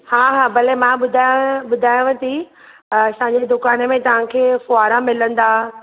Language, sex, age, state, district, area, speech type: Sindhi, female, 45-60, Maharashtra, Thane, urban, conversation